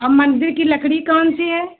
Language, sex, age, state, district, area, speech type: Hindi, female, 30-45, Uttar Pradesh, Hardoi, rural, conversation